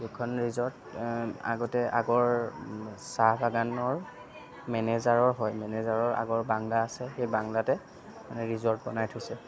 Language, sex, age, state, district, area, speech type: Assamese, male, 30-45, Assam, Darrang, rural, spontaneous